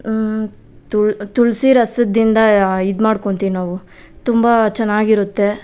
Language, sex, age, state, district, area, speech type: Kannada, female, 18-30, Karnataka, Kolar, rural, spontaneous